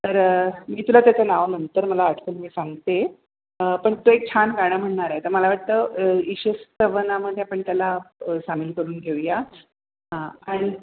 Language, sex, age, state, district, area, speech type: Marathi, female, 60+, Maharashtra, Mumbai Suburban, urban, conversation